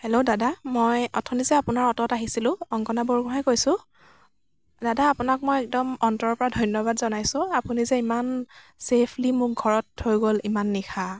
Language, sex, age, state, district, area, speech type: Assamese, female, 18-30, Assam, Dibrugarh, rural, spontaneous